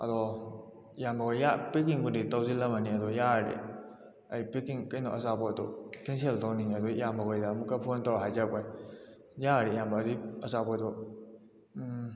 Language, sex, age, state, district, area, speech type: Manipuri, male, 18-30, Manipur, Kakching, rural, spontaneous